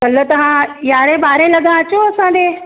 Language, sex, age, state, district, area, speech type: Sindhi, female, 30-45, Uttar Pradesh, Lucknow, urban, conversation